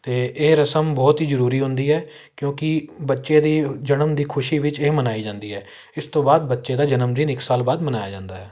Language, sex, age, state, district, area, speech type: Punjabi, male, 18-30, Punjab, Amritsar, urban, spontaneous